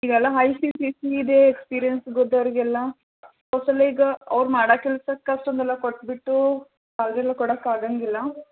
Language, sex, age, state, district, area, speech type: Kannada, female, 18-30, Karnataka, Bidar, urban, conversation